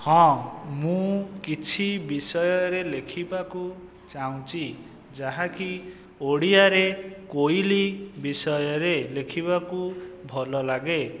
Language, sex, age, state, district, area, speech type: Odia, male, 18-30, Odisha, Jajpur, rural, spontaneous